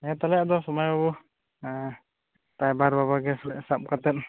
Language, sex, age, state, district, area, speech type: Santali, male, 18-30, West Bengal, Bankura, rural, conversation